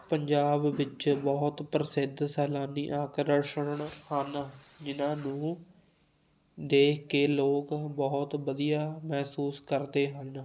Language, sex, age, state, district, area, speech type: Punjabi, male, 18-30, Punjab, Fatehgarh Sahib, rural, spontaneous